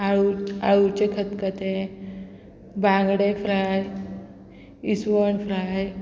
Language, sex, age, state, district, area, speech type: Goan Konkani, female, 30-45, Goa, Murmgao, rural, spontaneous